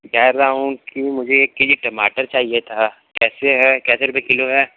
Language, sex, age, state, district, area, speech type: Hindi, male, 45-60, Uttar Pradesh, Sonbhadra, rural, conversation